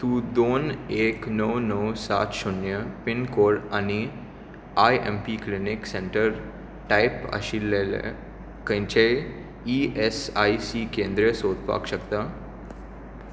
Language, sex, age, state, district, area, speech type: Goan Konkani, male, 18-30, Goa, Tiswadi, rural, read